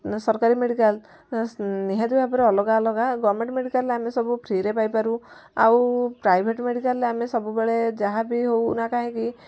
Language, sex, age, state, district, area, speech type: Odia, female, 18-30, Odisha, Kendujhar, urban, spontaneous